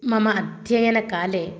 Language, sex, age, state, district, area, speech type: Sanskrit, female, 30-45, Telangana, Mahbubnagar, urban, spontaneous